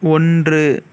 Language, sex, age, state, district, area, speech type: Tamil, female, 30-45, Tamil Nadu, Ariyalur, rural, read